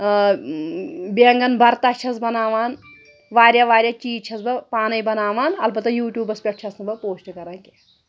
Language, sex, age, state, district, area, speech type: Kashmiri, female, 30-45, Jammu and Kashmir, Pulwama, urban, spontaneous